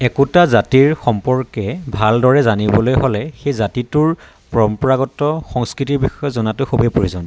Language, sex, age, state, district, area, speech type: Assamese, male, 30-45, Assam, Dibrugarh, rural, spontaneous